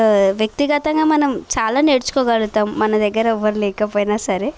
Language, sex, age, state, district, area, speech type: Telugu, female, 18-30, Telangana, Bhadradri Kothagudem, rural, spontaneous